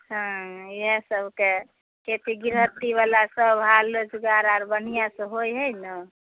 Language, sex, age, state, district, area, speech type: Maithili, female, 30-45, Bihar, Samastipur, urban, conversation